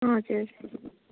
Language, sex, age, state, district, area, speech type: Nepali, female, 18-30, West Bengal, Kalimpong, rural, conversation